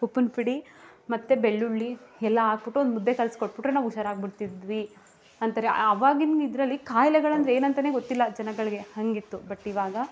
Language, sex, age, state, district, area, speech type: Kannada, female, 18-30, Karnataka, Mandya, rural, spontaneous